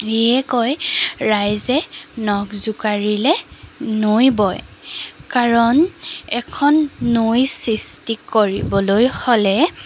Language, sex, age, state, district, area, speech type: Assamese, female, 30-45, Assam, Jorhat, urban, spontaneous